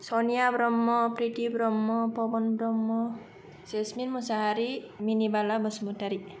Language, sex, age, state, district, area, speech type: Bodo, female, 30-45, Assam, Kokrajhar, urban, spontaneous